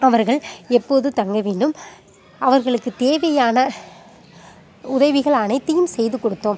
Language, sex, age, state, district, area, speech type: Tamil, female, 30-45, Tamil Nadu, Pudukkottai, rural, spontaneous